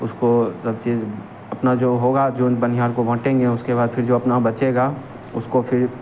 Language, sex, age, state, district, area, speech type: Hindi, male, 18-30, Bihar, Begusarai, rural, spontaneous